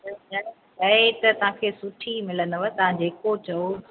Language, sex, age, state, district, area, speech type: Sindhi, female, 30-45, Gujarat, Junagadh, urban, conversation